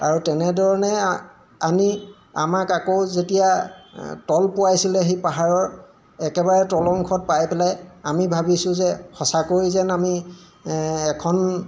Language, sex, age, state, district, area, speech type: Assamese, male, 45-60, Assam, Golaghat, urban, spontaneous